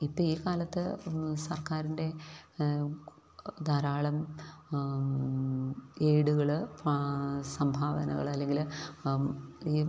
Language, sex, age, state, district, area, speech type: Malayalam, female, 45-60, Kerala, Idukki, rural, spontaneous